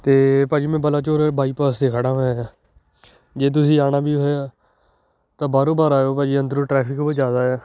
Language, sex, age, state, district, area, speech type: Punjabi, male, 18-30, Punjab, Shaheed Bhagat Singh Nagar, urban, spontaneous